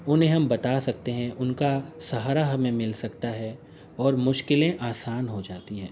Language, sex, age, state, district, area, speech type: Urdu, male, 45-60, Uttar Pradesh, Gautam Buddha Nagar, urban, spontaneous